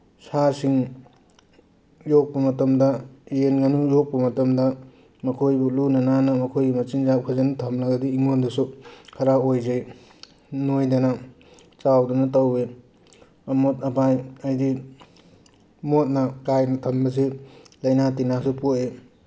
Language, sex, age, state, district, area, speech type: Manipuri, male, 45-60, Manipur, Tengnoupal, urban, spontaneous